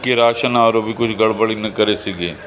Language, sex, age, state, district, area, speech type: Sindhi, male, 45-60, Uttar Pradesh, Lucknow, rural, spontaneous